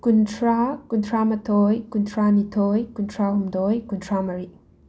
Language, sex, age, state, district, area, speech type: Manipuri, female, 30-45, Manipur, Imphal West, urban, spontaneous